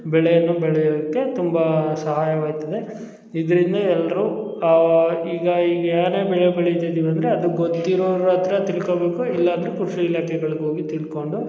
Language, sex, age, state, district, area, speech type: Kannada, male, 18-30, Karnataka, Hassan, rural, spontaneous